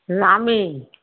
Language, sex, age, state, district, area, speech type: Bengali, female, 60+, West Bengal, Alipurduar, rural, conversation